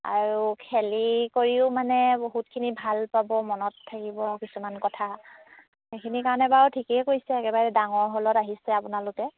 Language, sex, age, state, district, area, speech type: Assamese, female, 30-45, Assam, Sivasagar, rural, conversation